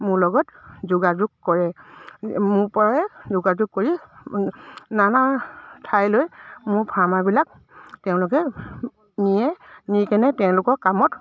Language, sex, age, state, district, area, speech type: Assamese, female, 30-45, Assam, Dibrugarh, urban, spontaneous